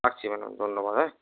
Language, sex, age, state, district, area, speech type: Bengali, male, 60+, West Bengal, Purba Bardhaman, urban, conversation